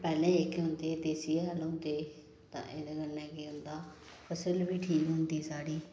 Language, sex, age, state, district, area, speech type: Dogri, female, 30-45, Jammu and Kashmir, Reasi, rural, spontaneous